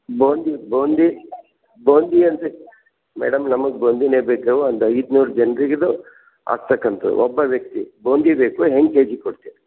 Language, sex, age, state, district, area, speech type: Kannada, male, 60+, Karnataka, Gulbarga, urban, conversation